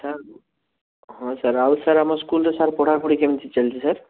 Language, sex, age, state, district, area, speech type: Odia, male, 18-30, Odisha, Rayagada, urban, conversation